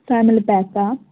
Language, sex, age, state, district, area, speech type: Kannada, female, 18-30, Karnataka, Udupi, rural, conversation